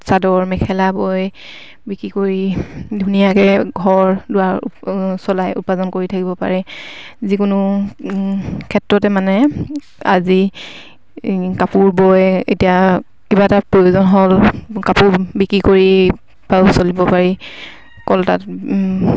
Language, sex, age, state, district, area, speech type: Assamese, female, 45-60, Assam, Dibrugarh, rural, spontaneous